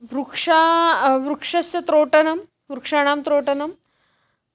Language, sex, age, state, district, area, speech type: Sanskrit, female, 30-45, Maharashtra, Nagpur, urban, spontaneous